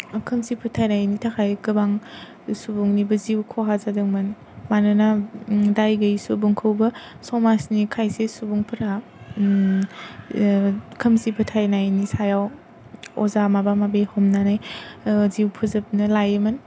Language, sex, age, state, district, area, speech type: Bodo, female, 18-30, Assam, Kokrajhar, rural, spontaneous